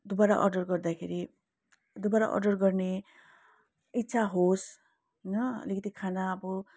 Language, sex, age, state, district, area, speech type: Nepali, female, 30-45, West Bengal, Kalimpong, rural, spontaneous